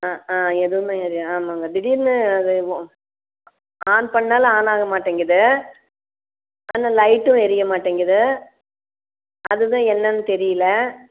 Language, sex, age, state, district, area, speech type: Tamil, female, 45-60, Tamil Nadu, Coimbatore, rural, conversation